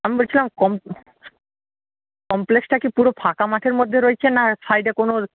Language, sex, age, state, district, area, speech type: Bengali, male, 60+, West Bengal, Paschim Medinipur, rural, conversation